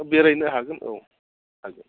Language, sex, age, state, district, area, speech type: Bodo, male, 45-60, Assam, Chirang, rural, conversation